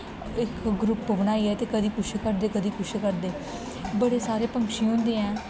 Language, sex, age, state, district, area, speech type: Dogri, female, 18-30, Jammu and Kashmir, Kathua, rural, spontaneous